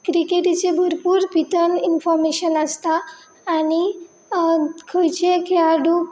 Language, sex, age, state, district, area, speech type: Goan Konkani, female, 18-30, Goa, Pernem, rural, spontaneous